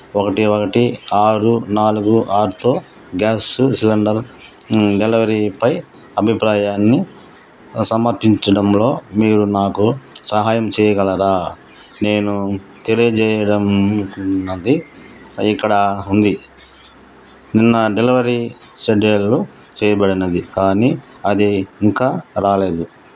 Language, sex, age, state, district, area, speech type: Telugu, male, 60+, Andhra Pradesh, Nellore, rural, read